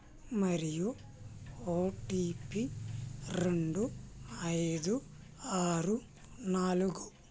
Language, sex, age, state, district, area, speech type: Telugu, male, 18-30, Andhra Pradesh, Krishna, rural, read